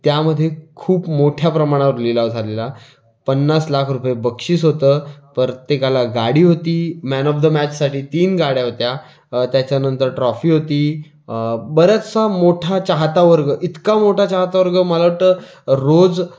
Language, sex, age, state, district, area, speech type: Marathi, male, 18-30, Maharashtra, Raigad, rural, spontaneous